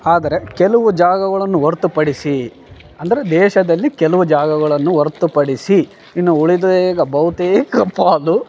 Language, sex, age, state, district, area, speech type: Kannada, male, 18-30, Karnataka, Bellary, rural, spontaneous